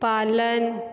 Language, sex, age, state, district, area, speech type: Hindi, female, 18-30, Uttar Pradesh, Sonbhadra, rural, read